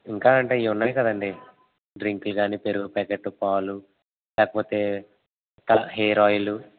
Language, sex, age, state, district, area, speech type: Telugu, male, 18-30, Andhra Pradesh, East Godavari, rural, conversation